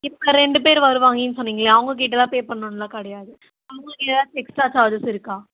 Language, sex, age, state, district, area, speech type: Tamil, female, 18-30, Tamil Nadu, Ranipet, urban, conversation